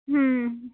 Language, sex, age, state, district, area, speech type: Bengali, female, 30-45, West Bengal, Dakshin Dinajpur, rural, conversation